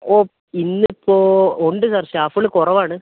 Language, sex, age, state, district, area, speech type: Malayalam, male, 30-45, Kerala, Wayanad, rural, conversation